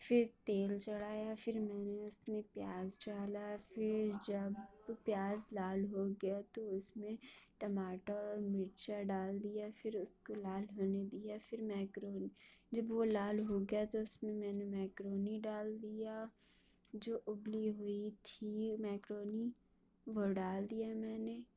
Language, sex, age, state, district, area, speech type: Urdu, female, 60+, Uttar Pradesh, Lucknow, urban, spontaneous